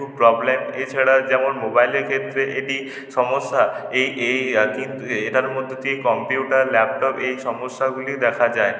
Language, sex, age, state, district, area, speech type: Bengali, male, 18-30, West Bengal, Purulia, urban, spontaneous